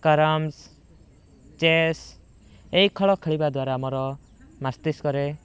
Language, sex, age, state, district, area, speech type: Odia, male, 18-30, Odisha, Rayagada, rural, spontaneous